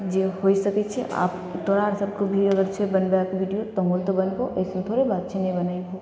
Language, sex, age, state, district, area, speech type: Maithili, female, 18-30, Bihar, Begusarai, rural, spontaneous